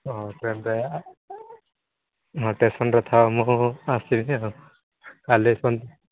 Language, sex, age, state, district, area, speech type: Odia, male, 18-30, Odisha, Koraput, urban, conversation